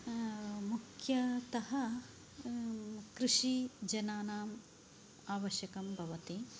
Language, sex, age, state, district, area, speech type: Sanskrit, female, 45-60, Karnataka, Uttara Kannada, rural, spontaneous